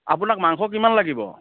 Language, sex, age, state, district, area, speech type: Assamese, male, 45-60, Assam, Udalguri, rural, conversation